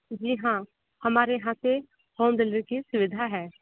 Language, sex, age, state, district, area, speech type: Hindi, female, 30-45, Uttar Pradesh, Sonbhadra, rural, conversation